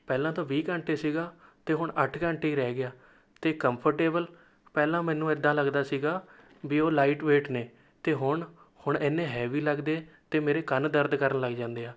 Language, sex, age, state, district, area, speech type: Punjabi, male, 18-30, Punjab, Rupnagar, rural, spontaneous